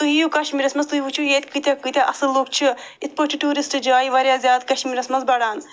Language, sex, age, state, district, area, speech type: Kashmiri, female, 45-60, Jammu and Kashmir, Srinagar, urban, spontaneous